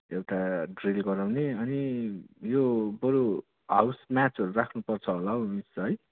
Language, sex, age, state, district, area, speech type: Nepali, male, 18-30, West Bengal, Darjeeling, rural, conversation